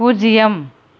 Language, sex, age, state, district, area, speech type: Tamil, female, 45-60, Tamil Nadu, Krishnagiri, rural, read